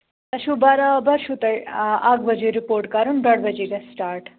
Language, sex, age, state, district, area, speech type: Kashmiri, female, 18-30, Jammu and Kashmir, Budgam, rural, conversation